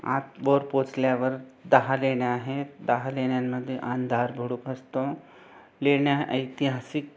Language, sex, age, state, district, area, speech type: Marathi, other, 30-45, Maharashtra, Buldhana, urban, spontaneous